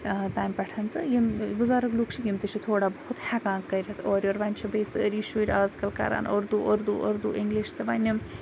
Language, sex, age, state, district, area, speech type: Kashmiri, female, 30-45, Jammu and Kashmir, Srinagar, urban, spontaneous